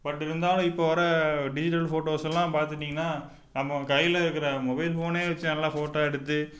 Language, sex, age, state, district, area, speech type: Tamil, male, 18-30, Tamil Nadu, Tiruppur, rural, spontaneous